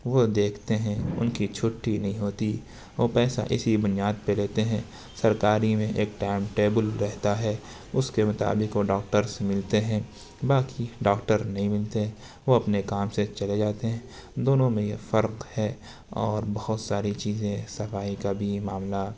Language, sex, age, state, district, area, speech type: Urdu, male, 60+, Uttar Pradesh, Lucknow, rural, spontaneous